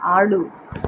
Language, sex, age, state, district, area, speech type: Telugu, female, 18-30, Telangana, Mahbubnagar, urban, read